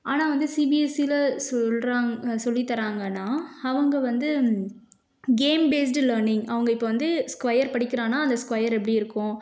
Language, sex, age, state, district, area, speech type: Tamil, female, 18-30, Tamil Nadu, Tiruvannamalai, urban, spontaneous